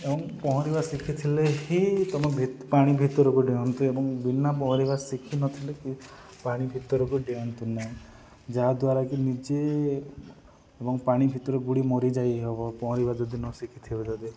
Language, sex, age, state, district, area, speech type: Odia, male, 30-45, Odisha, Nabarangpur, urban, spontaneous